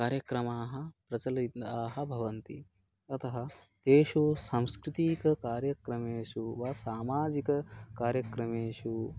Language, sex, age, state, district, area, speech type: Sanskrit, male, 18-30, Odisha, Kandhamal, urban, spontaneous